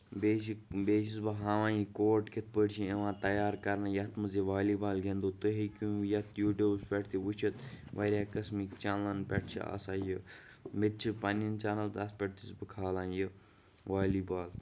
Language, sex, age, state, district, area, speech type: Kashmiri, male, 18-30, Jammu and Kashmir, Bandipora, rural, spontaneous